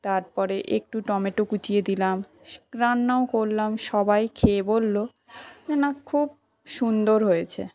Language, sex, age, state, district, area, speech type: Bengali, female, 18-30, West Bengal, Paschim Medinipur, rural, spontaneous